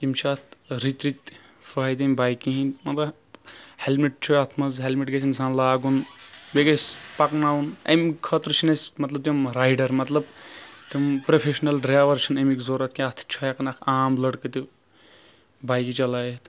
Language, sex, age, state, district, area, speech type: Kashmiri, male, 18-30, Jammu and Kashmir, Kulgam, rural, spontaneous